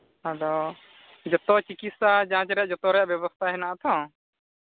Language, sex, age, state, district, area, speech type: Santali, male, 18-30, Jharkhand, Pakur, rural, conversation